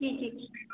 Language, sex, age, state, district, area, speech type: Hindi, female, 18-30, Uttar Pradesh, Bhadohi, rural, conversation